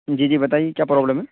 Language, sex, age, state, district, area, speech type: Urdu, male, 18-30, Uttar Pradesh, Saharanpur, urban, conversation